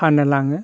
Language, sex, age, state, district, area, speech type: Bodo, male, 60+, Assam, Baksa, rural, spontaneous